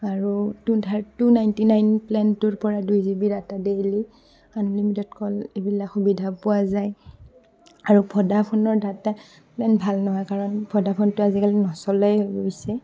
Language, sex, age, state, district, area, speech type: Assamese, female, 18-30, Assam, Barpeta, rural, spontaneous